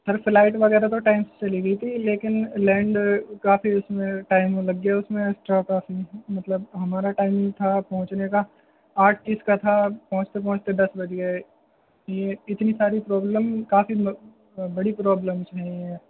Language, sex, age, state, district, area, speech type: Urdu, male, 18-30, Delhi, North West Delhi, urban, conversation